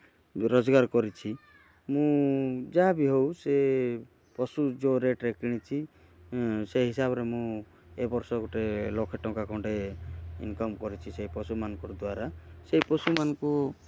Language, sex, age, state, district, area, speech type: Odia, male, 30-45, Odisha, Kalahandi, rural, spontaneous